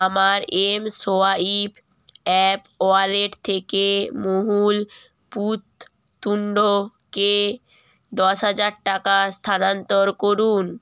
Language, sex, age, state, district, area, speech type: Bengali, female, 18-30, West Bengal, Jalpaiguri, rural, read